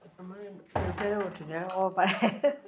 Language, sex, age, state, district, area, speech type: Assamese, female, 60+, Assam, Udalguri, rural, spontaneous